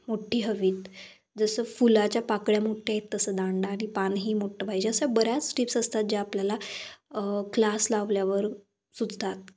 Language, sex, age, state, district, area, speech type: Marathi, female, 18-30, Maharashtra, Kolhapur, rural, spontaneous